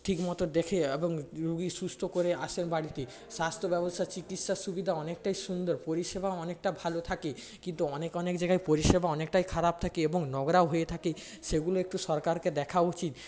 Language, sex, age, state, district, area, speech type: Bengali, male, 60+, West Bengal, Paschim Medinipur, rural, spontaneous